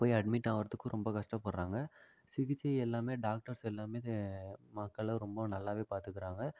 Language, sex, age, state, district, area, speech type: Tamil, male, 45-60, Tamil Nadu, Ariyalur, rural, spontaneous